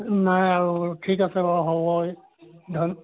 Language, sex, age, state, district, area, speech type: Assamese, male, 60+, Assam, Charaideo, urban, conversation